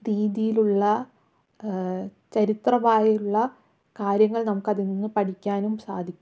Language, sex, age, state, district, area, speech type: Malayalam, female, 18-30, Kerala, Palakkad, rural, spontaneous